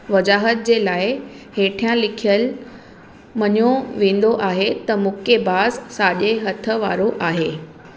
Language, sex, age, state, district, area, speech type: Sindhi, female, 30-45, Maharashtra, Mumbai Suburban, urban, read